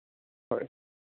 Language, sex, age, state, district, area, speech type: Assamese, male, 45-60, Assam, Nagaon, rural, conversation